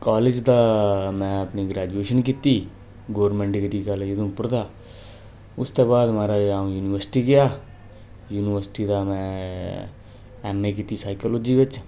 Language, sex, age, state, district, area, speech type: Dogri, male, 30-45, Jammu and Kashmir, Udhampur, rural, spontaneous